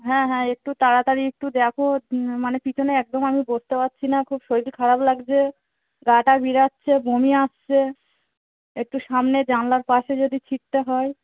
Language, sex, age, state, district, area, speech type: Bengali, female, 30-45, West Bengal, Darjeeling, urban, conversation